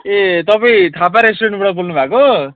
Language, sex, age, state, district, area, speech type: Nepali, male, 45-60, West Bengal, Jalpaiguri, urban, conversation